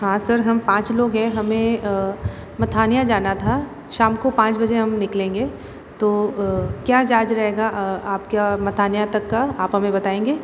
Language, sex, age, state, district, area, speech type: Hindi, female, 60+, Rajasthan, Jodhpur, urban, spontaneous